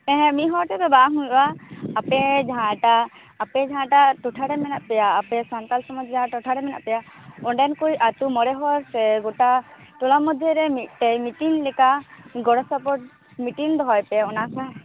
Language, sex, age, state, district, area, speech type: Santali, female, 18-30, West Bengal, Purba Bardhaman, rural, conversation